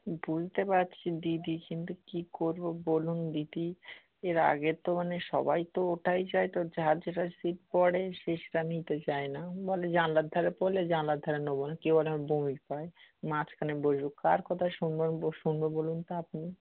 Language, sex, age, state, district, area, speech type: Bengali, male, 45-60, West Bengal, Darjeeling, urban, conversation